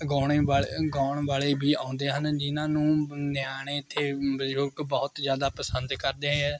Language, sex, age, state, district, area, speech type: Punjabi, male, 18-30, Punjab, Mohali, rural, spontaneous